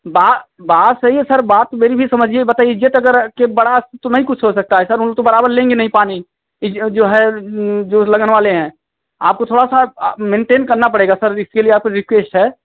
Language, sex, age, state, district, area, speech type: Hindi, male, 30-45, Uttar Pradesh, Azamgarh, rural, conversation